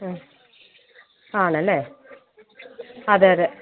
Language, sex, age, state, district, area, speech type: Malayalam, female, 30-45, Kerala, Malappuram, rural, conversation